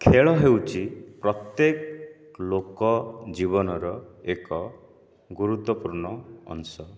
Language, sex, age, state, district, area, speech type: Odia, male, 30-45, Odisha, Nayagarh, rural, spontaneous